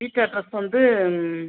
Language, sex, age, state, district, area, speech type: Tamil, female, 45-60, Tamil Nadu, Viluppuram, urban, conversation